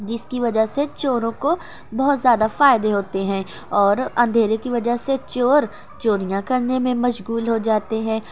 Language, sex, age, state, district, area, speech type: Urdu, female, 18-30, Maharashtra, Nashik, urban, spontaneous